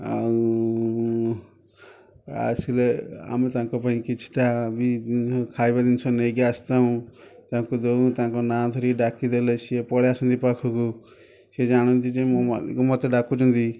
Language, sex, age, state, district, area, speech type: Odia, male, 30-45, Odisha, Kendujhar, urban, spontaneous